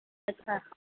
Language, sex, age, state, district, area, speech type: Sindhi, female, 30-45, Rajasthan, Ajmer, urban, conversation